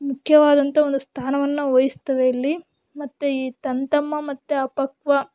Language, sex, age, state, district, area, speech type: Kannada, female, 18-30, Karnataka, Davanagere, urban, spontaneous